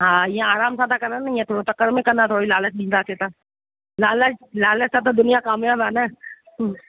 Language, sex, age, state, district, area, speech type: Sindhi, female, 45-60, Delhi, South Delhi, rural, conversation